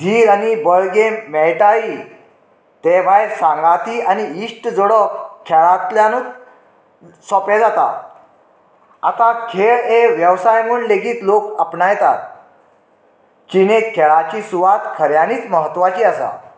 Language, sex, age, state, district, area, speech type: Goan Konkani, male, 45-60, Goa, Canacona, rural, spontaneous